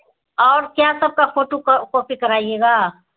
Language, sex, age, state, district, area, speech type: Urdu, female, 60+, Bihar, Khagaria, rural, conversation